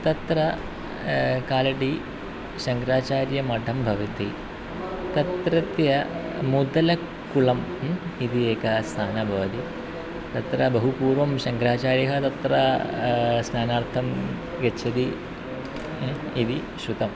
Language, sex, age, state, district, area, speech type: Sanskrit, male, 30-45, Kerala, Ernakulam, rural, spontaneous